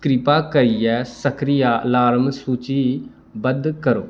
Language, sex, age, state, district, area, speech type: Dogri, male, 30-45, Jammu and Kashmir, Samba, rural, read